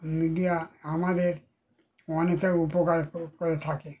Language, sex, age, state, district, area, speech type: Bengali, male, 60+, West Bengal, Darjeeling, rural, spontaneous